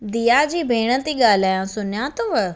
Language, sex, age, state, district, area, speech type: Sindhi, female, 18-30, Maharashtra, Thane, urban, spontaneous